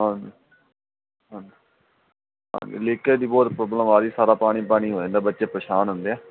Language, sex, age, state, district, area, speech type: Punjabi, male, 18-30, Punjab, Fazilka, rural, conversation